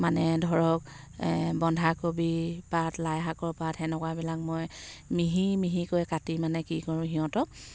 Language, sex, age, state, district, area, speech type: Assamese, female, 30-45, Assam, Charaideo, rural, spontaneous